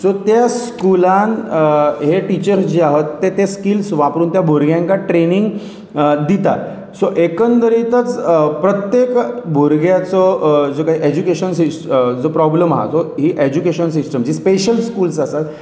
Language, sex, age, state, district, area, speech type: Goan Konkani, male, 30-45, Goa, Pernem, rural, spontaneous